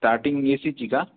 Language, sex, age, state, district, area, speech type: Marathi, male, 18-30, Maharashtra, Washim, rural, conversation